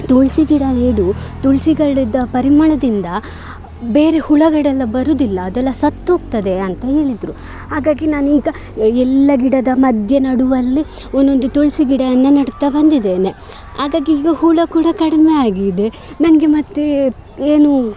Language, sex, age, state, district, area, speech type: Kannada, female, 18-30, Karnataka, Dakshina Kannada, urban, spontaneous